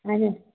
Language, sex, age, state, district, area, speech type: Malayalam, female, 30-45, Kerala, Thiruvananthapuram, rural, conversation